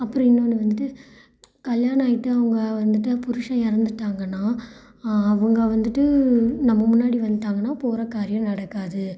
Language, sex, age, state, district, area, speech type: Tamil, female, 18-30, Tamil Nadu, Salem, rural, spontaneous